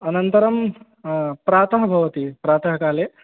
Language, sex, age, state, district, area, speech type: Sanskrit, male, 18-30, Bihar, East Champaran, urban, conversation